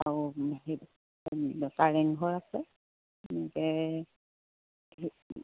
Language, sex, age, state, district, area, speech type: Assamese, female, 30-45, Assam, Sivasagar, rural, conversation